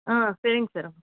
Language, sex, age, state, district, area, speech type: Tamil, female, 30-45, Tamil Nadu, Krishnagiri, rural, conversation